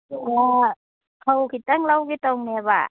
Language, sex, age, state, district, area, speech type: Manipuri, female, 30-45, Manipur, Kangpokpi, urban, conversation